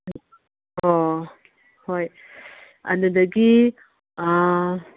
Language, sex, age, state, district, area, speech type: Manipuri, female, 60+, Manipur, Kangpokpi, urban, conversation